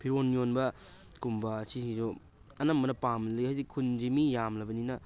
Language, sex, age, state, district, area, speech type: Manipuri, male, 18-30, Manipur, Thoubal, rural, spontaneous